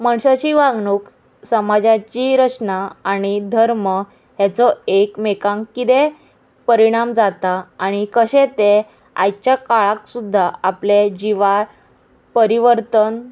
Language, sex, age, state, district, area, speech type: Goan Konkani, female, 18-30, Goa, Murmgao, urban, spontaneous